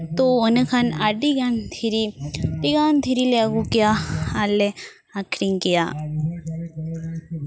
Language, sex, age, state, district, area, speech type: Santali, female, 18-30, West Bengal, Purba Bardhaman, rural, spontaneous